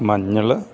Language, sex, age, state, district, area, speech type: Malayalam, male, 45-60, Kerala, Idukki, rural, spontaneous